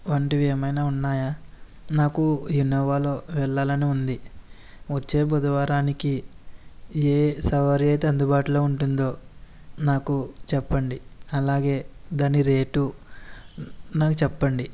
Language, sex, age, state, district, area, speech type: Telugu, male, 18-30, Andhra Pradesh, East Godavari, rural, spontaneous